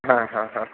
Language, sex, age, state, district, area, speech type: Sanskrit, male, 18-30, Karnataka, Uttara Kannada, rural, conversation